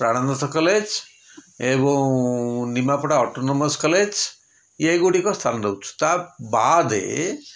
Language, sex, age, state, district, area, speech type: Odia, male, 60+, Odisha, Puri, urban, spontaneous